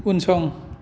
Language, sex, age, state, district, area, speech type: Bodo, male, 45-60, Assam, Kokrajhar, urban, read